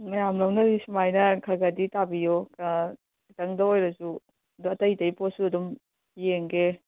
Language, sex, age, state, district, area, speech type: Manipuri, female, 30-45, Manipur, Imphal East, rural, conversation